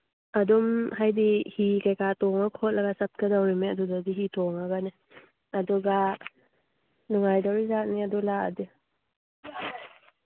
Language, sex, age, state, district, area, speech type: Manipuri, female, 18-30, Manipur, Churachandpur, rural, conversation